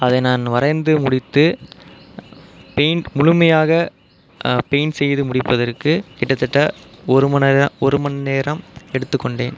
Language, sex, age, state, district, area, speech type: Tamil, male, 30-45, Tamil Nadu, Pudukkottai, rural, spontaneous